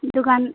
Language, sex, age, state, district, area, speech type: Manipuri, female, 18-30, Manipur, Chandel, rural, conversation